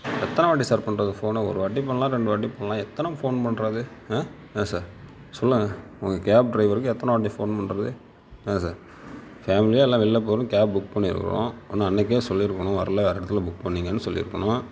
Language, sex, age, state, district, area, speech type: Tamil, male, 60+, Tamil Nadu, Sivaganga, urban, spontaneous